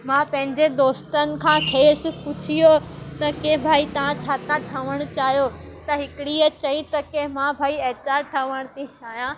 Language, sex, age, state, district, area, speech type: Sindhi, female, 18-30, Gujarat, Surat, urban, spontaneous